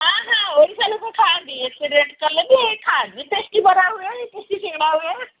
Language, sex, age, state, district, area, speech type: Odia, female, 60+, Odisha, Gajapati, rural, conversation